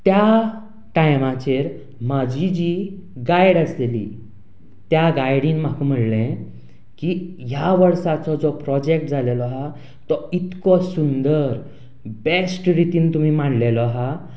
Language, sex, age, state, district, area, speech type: Goan Konkani, male, 30-45, Goa, Canacona, rural, spontaneous